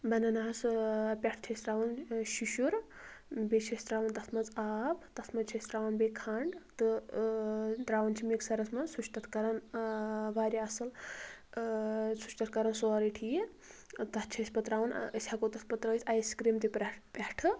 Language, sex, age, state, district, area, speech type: Kashmiri, female, 18-30, Jammu and Kashmir, Anantnag, rural, spontaneous